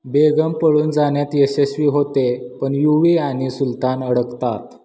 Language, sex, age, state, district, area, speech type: Marathi, male, 18-30, Maharashtra, Satara, rural, read